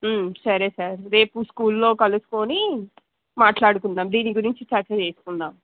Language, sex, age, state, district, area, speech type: Telugu, female, 18-30, Telangana, Hyderabad, urban, conversation